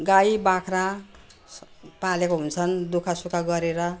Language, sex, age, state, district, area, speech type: Nepali, female, 60+, West Bengal, Jalpaiguri, rural, spontaneous